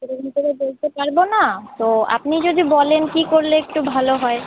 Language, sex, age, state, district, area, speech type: Bengali, female, 18-30, West Bengal, Jalpaiguri, rural, conversation